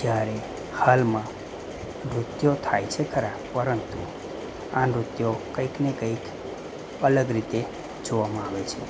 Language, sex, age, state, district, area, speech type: Gujarati, male, 30-45, Gujarat, Anand, rural, spontaneous